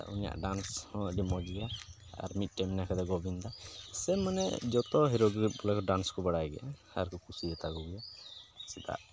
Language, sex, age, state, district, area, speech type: Santali, male, 30-45, Jharkhand, Pakur, rural, spontaneous